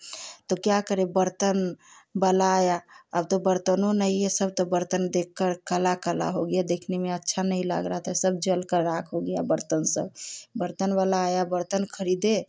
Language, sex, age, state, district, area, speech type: Hindi, female, 30-45, Bihar, Samastipur, rural, spontaneous